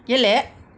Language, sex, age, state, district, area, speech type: Bodo, female, 60+, Assam, Kokrajhar, rural, read